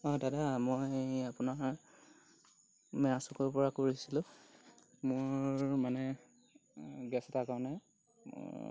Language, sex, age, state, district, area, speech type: Assamese, male, 18-30, Assam, Golaghat, rural, spontaneous